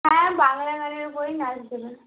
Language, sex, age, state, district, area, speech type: Bengali, female, 30-45, West Bengal, Purba Medinipur, rural, conversation